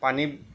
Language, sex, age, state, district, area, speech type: Assamese, male, 60+, Assam, Nagaon, rural, spontaneous